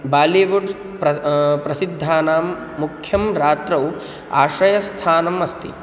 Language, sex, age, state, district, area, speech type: Sanskrit, male, 18-30, Maharashtra, Nagpur, urban, spontaneous